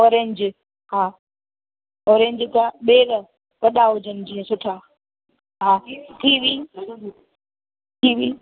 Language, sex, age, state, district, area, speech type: Sindhi, female, 45-60, Gujarat, Junagadh, rural, conversation